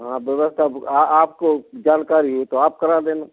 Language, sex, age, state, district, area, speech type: Hindi, male, 60+, Madhya Pradesh, Gwalior, rural, conversation